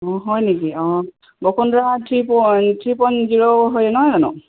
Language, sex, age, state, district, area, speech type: Assamese, female, 30-45, Assam, Charaideo, rural, conversation